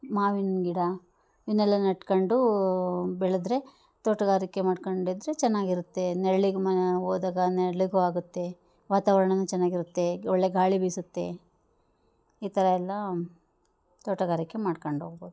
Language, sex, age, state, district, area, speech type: Kannada, female, 30-45, Karnataka, Chikkamagaluru, rural, spontaneous